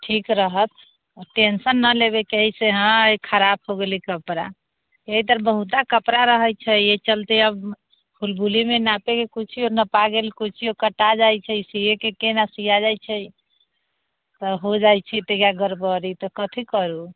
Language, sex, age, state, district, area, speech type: Maithili, female, 30-45, Bihar, Sitamarhi, urban, conversation